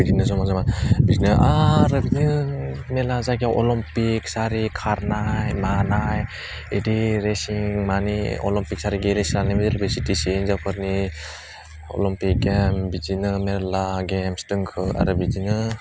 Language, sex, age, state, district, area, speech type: Bodo, male, 18-30, Assam, Udalguri, urban, spontaneous